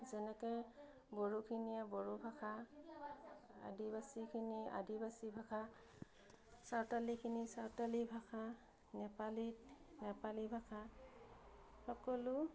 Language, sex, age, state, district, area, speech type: Assamese, female, 30-45, Assam, Udalguri, urban, spontaneous